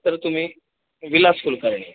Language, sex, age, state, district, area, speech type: Marathi, male, 30-45, Maharashtra, Buldhana, urban, conversation